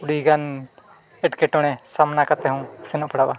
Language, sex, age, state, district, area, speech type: Santali, male, 45-60, Odisha, Mayurbhanj, rural, spontaneous